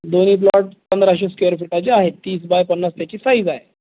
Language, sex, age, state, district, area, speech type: Marathi, male, 30-45, Maharashtra, Jalna, urban, conversation